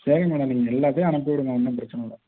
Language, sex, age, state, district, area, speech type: Tamil, male, 30-45, Tamil Nadu, Tiruvarur, rural, conversation